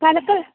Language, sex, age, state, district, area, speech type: Malayalam, female, 18-30, Kerala, Idukki, rural, conversation